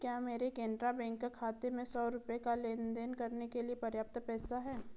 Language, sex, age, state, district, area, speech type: Hindi, female, 30-45, Madhya Pradesh, Betul, urban, read